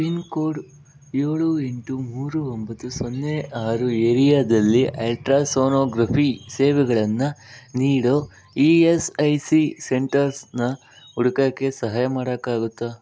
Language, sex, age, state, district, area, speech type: Kannada, male, 60+, Karnataka, Bangalore Rural, urban, read